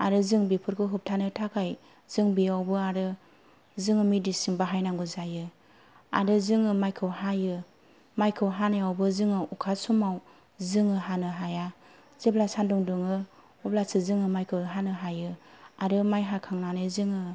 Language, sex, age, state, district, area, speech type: Bodo, female, 30-45, Assam, Kokrajhar, rural, spontaneous